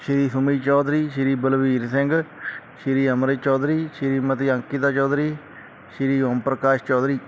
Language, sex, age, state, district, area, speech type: Punjabi, male, 18-30, Punjab, Kapurthala, urban, spontaneous